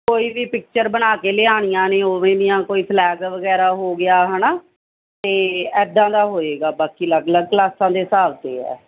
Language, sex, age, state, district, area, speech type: Punjabi, female, 30-45, Punjab, Muktsar, urban, conversation